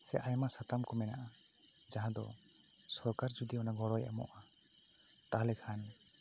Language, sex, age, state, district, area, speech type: Santali, male, 30-45, West Bengal, Bankura, rural, spontaneous